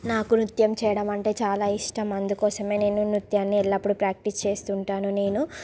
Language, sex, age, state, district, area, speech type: Telugu, female, 30-45, Andhra Pradesh, Srikakulam, urban, spontaneous